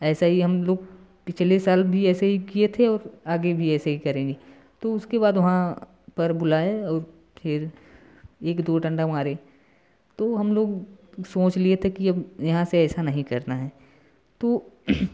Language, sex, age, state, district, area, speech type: Hindi, male, 18-30, Uttar Pradesh, Prayagraj, rural, spontaneous